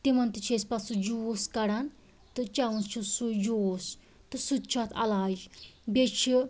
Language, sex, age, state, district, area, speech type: Kashmiri, female, 30-45, Jammu and Kashmir, Anantnag, rural, spontaneous